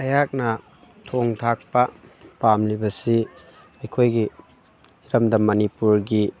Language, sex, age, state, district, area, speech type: Manipuri, male, 18-30, Manipur, Thoubal, rural, spontaneous